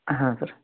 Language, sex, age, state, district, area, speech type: Kannada, male, 30-45, Karnataka, Gadag, rural, conversation